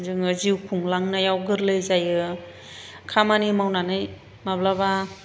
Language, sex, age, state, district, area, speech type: Bodo, female, 45-60, Assam, Chirang, urban, spontaneous